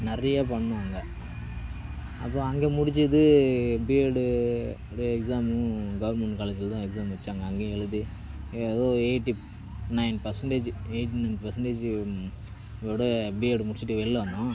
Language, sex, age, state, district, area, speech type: Tamil, male, 30-45, Tamil Nadu, Cuddalore, rural, spontaneous